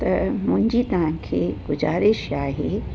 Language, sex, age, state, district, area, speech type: Sindhi, female, 60+, Uttar Pradesh, Lucknow, rural, spontaneous